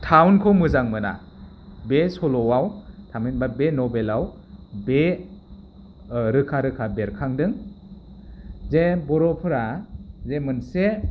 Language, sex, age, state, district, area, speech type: Bodo, male, 30-45, Assam, Chirang, rural, spontaneous